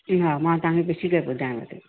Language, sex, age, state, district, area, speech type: Sindhi, female, 45-60, Maharashtra, Thane, urban, conversation